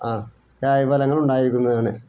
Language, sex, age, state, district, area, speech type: Malayalam, male, 60+, Kerala, Wayanad, rural, spontaneous